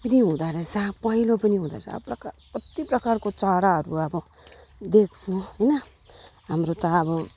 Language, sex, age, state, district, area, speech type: Nepali, female, 45-60, West Bengal, Alipurduar, urban, spontaneous